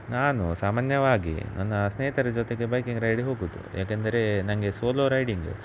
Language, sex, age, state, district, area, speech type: Kannada, male, 18-30, Karnataka, Shimoga, rural, spontaneous